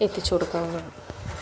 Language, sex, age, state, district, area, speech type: Malayalam, female, 18-30, Kerala, Palakkad, rural, spontaneous